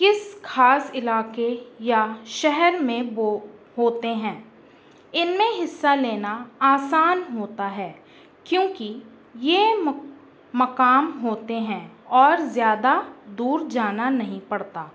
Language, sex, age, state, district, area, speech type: Urdu, female, 18-30, Uttar Pradesh, Balrampur, rural, spontaneous